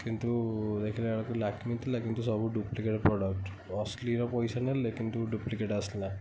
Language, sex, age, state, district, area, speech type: Odia, male, 60+, Odisha, Kendujhar, urban, spontaneous